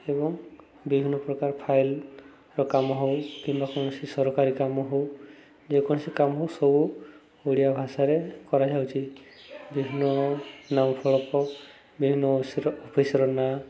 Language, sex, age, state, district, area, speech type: Odia, male, 30-45, Odisha, Subarnapur, urban, spontaneous